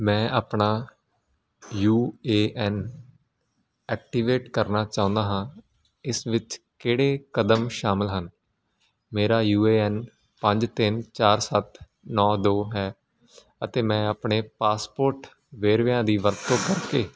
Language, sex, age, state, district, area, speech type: Punjabi, male, 18-30, Punjab, Hoshiarpur, urban, read